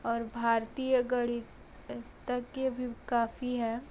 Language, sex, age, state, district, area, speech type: Hindi, female, 30-45, Uttar Pradesh, Sonbhadra, rural, spontaneous